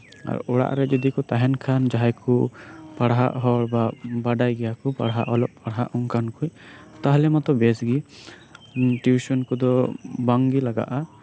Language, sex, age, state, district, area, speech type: Santali, male, 18-30, West Bengal, Birbhum, rural, spontaneous